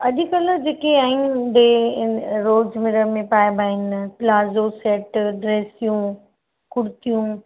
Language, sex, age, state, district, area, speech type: Sindhi, female, 30-45, Maharashtra, Mumbai Suburban, urban, conversation